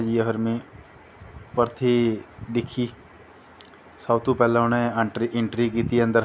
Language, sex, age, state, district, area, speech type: Dogri, male, 30-45, Jammu and Kashmir, Jammu, rural, spontaneous